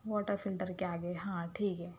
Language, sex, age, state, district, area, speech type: Urdu, female, 30-45, Telangana, Hyderabad, urban, spontaneous